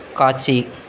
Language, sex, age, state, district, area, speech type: Tamil, male, 30-45, Tamil Nadu, Thoothukudi, urban, read